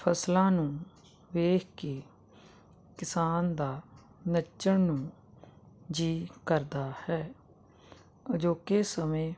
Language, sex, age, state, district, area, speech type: Punjabi, female, 45-60, Punjab, Jalandhar, rural, spontaneous